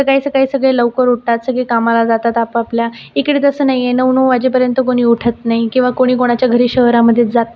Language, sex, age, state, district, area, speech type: Marathi, female, 30-45, Maharashtra, Buldhana, rural, spontaneous